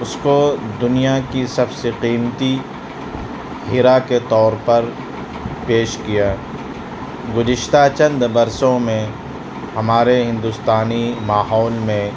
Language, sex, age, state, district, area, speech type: Urdu, male, 30-45, Delhi, South Delhi, rural, spontaneous